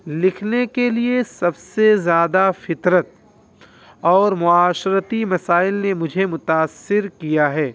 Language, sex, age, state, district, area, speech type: Urdu, male, 18-30, Uttar Pradesh, Muzaffarnagar, urban, spontaneous